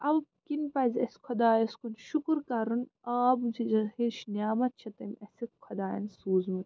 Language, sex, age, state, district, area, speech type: Kashmiri, female, 30-45, Jammu and Kashmir, Srinagar, urban, spontaneous